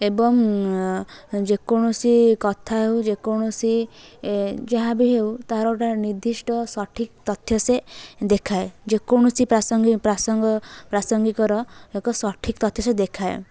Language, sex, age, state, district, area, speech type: Odia, female, 18-30, Odisha, Kalahandi, rural, spontaneous